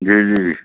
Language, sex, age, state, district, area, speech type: Urdu, male, 45-60, Delhi, Central Delhi, urban, conversation